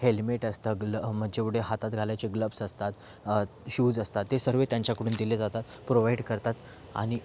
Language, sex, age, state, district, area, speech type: Marathi, male, 18-30, Maharashtra, Thane, urban, spontaneous